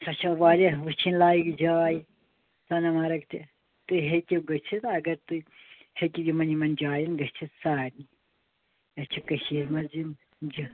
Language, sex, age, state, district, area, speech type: Kashmiri, female, 60+, Jammu and Kashmir, Srinagar, urban, conversation